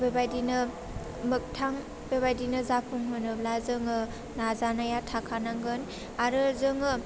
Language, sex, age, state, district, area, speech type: Bodo, female, 18-30, Assam, Chirang, urban, spontaneous